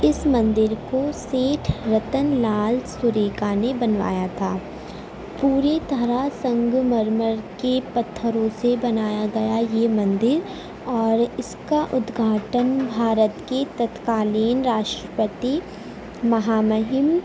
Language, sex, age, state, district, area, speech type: Urdu, female, 18-30, Uttar Pradesh, Ghaziabad, urban, spontaneous